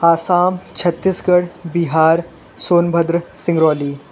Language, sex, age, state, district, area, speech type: Hindi, male, 18-30, Uttar Pradesh, Sonbhadra, rural, spontaneous